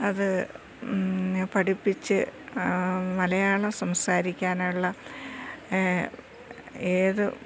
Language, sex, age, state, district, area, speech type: Malayalam, female, 60+, Kerala, Thiruvananthapuram, urban, spontaneous